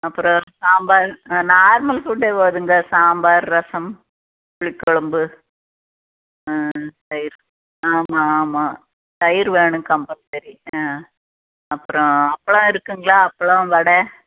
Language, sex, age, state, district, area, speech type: Tamil, female, 60+, Tamil Nadu, Tiruppur, rural, conversation